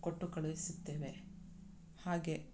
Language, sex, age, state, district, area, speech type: Kannada, female, 45-60, Karnataka, Mandya, rural, spontaneous